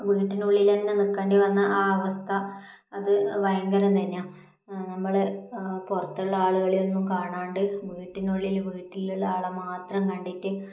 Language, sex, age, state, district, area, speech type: Malayalam, female, 30-45, Kerala, Kannur, rural, spontaneous